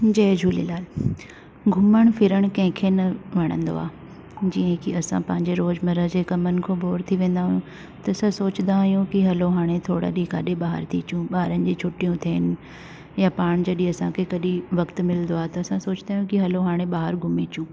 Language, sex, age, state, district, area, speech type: Sindhi, female, 45-60, Delhi, South Delhi, urban, spontaneous